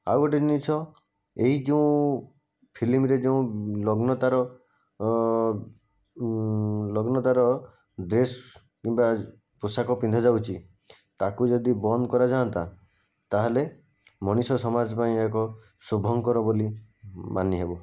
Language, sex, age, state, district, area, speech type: Odia, male, 45-60, Odisha, Jajpur, rural, spontaneous